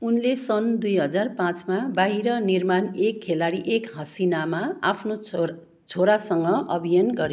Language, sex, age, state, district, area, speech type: Nepali, female, 45-60, West Bengal, Darjeeling, rural, read